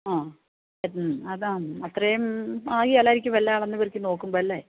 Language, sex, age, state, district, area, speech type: Malayalam, female, 45-60, Kerala, Idukki, rural, conversation